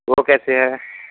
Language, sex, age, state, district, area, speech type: Hindi, male, 45-60, Uttar Pradesh, Sonbhadra, rural, conversation